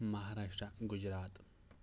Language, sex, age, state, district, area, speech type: Kashmiri, male, 30-45, Jammu and Kashmir, Kupwara, rural, spontaneous